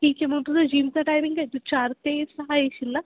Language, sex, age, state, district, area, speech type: Marathi, female, 18-30, Maharashtra, Ahmednagar, urban, conversation